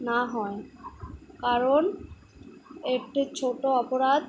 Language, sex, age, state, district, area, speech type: Bengali, female, 18-30, West Bengal, Alipurduar, rural, spontaneous